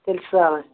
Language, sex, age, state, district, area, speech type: Kashmiri, male, 30-45, Jammu and Kashmir, Ganderbal, rural, conversation